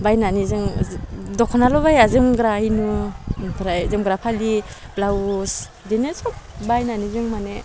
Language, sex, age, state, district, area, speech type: Bodo, female, 18-30, Assam, Udalguri, rural, spontaneous